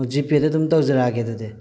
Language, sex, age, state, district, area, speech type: Manipuri, male, 18-30, Manipur, Thoubal, rural, spontaneous